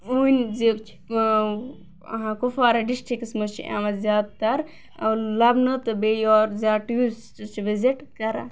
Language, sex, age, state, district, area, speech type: Kashmiri, female, 18-30, Jammu and Kashmir, Kupwara, urban, spontaneous